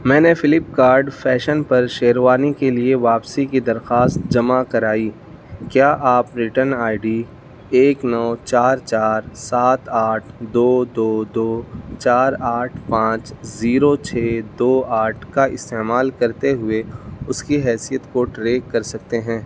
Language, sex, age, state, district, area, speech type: Urdu, male, 18-30, Uttar Pradesh, Saharanpur, urban, read